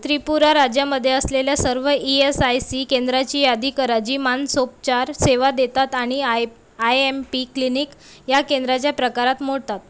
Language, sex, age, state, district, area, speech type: Marathi, female, 30-45, Maharashtra, Amravati, urban, read